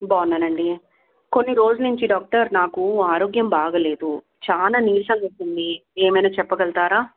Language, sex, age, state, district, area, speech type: Telugu, female, 30-45, Andhra Pradesh, Krishna, urban, conversation